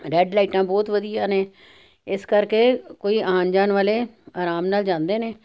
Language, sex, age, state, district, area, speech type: Punjabi, female, 60+, Punjab, Jalandhar, urban, spontaneous